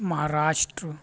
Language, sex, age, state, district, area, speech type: Urdu, male, 30-45, Uttar Pradesh, Shahjahanpur, rural, spontaneous